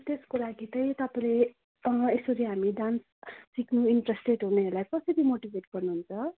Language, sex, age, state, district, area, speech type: Nepali, female, 18-30, West Bengal, Darjeeling, rural, conversation